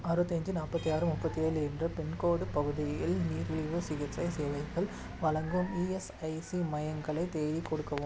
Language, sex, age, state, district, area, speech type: Tamil, male, 18-30, Tamil Nadu, Krishnagiri, rural, read